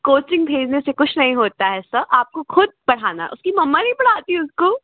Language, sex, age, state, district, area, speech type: Hindi, female, 18-30, Madhya Pradesh, Jabalpur, urban, conversation